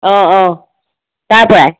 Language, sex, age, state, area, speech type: Assamese, female, 45-60, Assam, rural, conversation